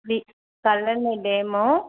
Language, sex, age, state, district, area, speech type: Tamil, female, 60+, Tamil Nadu, Mayiladuthurai, rural, conversation